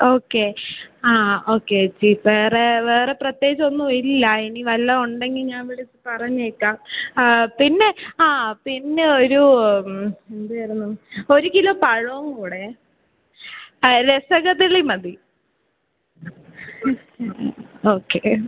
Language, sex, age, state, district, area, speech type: Malayalam, female, 18-30, Kerala, Thiruvananthapuram, urban, conversation